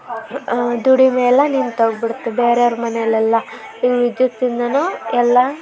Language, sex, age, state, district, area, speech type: Kannada, female, 18-30, Karnataka, Koppal, rural, spontaneous